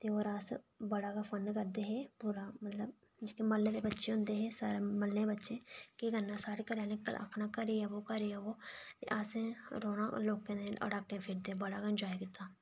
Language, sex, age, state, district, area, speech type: Dogri, female, 18-30, Jammu and Kashmir, Reasi, rural, spontaneous